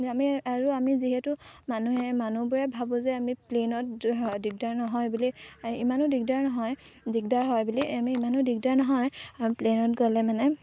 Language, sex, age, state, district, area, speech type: Assamese, female, 18-30, Assam, Sivasagar, rural, spontaneous